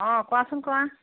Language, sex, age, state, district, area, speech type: Assamese, female, 60+, Assam, Majuli, urban, conversation